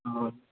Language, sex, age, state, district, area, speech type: Bodo, male, 18-30, Assam, Chirang, rural, conversation